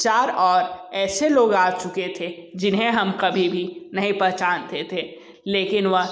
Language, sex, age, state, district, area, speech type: Hindi, male, 18-30, Uttar Pradesh, Sonbhadra, rural, spontaneous